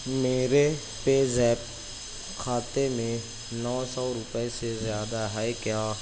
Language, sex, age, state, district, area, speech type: Urdu, male, 18-30, Maharashtra, Nashik, urban, read